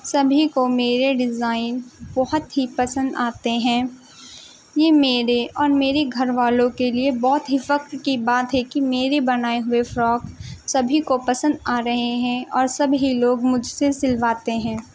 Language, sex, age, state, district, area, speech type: Urdu, female, 18-30, Delhi, Central Delhi, urban, spontaneous